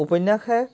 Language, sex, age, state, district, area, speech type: Assamese, male, 30-45, Assam, Sivasagar, rural, spontaneous